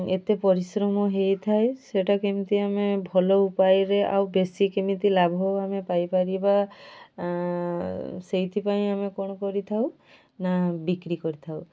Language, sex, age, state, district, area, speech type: Odia, female, 18-30, Odisha, Mayurbhanj, rural, spontaneous